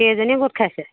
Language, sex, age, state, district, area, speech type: Assamese, female, 45-60, Assam, Majuli, urban, conversation